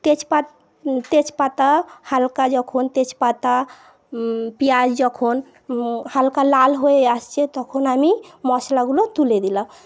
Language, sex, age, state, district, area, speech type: Bengali, female, 30-45, West Bengal, Paschim Medinipur, urban, spontaneous